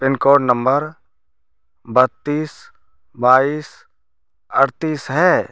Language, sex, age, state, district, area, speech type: Hindi, male, 30-45, Rajasthan, Bharatpur, rural, spontaneous